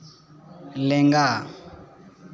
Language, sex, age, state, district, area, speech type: Santali, male, 18-30, Jharkhand, East Singhbhum, rural, read